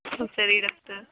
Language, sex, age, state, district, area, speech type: Kannada, female, 18-30, Karnataka, Kolar, rural, conversation